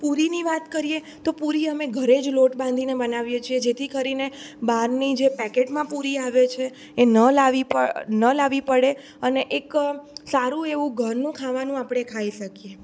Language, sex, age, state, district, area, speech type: Gujarati, female, 18-30, Gujarat, Surat, rural, spontaneous